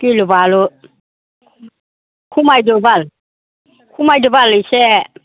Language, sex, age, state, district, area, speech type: Bodo, female, 60+, Assam, Chirang, rural, conversation